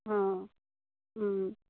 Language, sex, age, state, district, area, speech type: Assamese, female, 60+, Assam, Darrang, rural, conversation